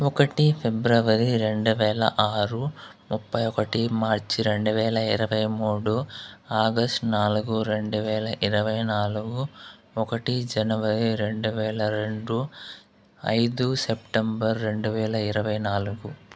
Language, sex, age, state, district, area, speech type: Telugu, male, 45-60, Andhra Pradesh, Chittoor, urban, spontaneous